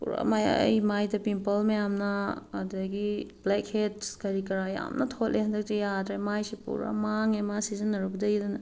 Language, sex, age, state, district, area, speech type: Manipuri, female, 30-45, Manipur, Tengnoupal, rural, spontaneous